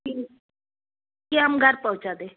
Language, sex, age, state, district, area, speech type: Hindi, female, 60+, Madhya Pradesh, Betul, urban, conversation